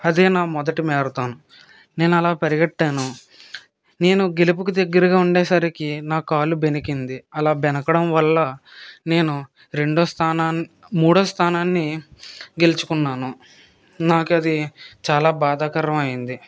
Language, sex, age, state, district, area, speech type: Telugu, male, 18-30, Andhra Pradesh, Kakinada, rural, spontaneous